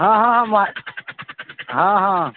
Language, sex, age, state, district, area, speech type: Odia, male, 45-60, Odisha, Nuapada, urban, conversation